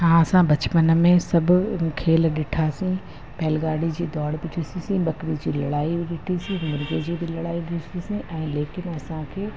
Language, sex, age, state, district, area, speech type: Sindhi, female, 30-45, Uttar Pradesh, Lucknow, rural, spontaneous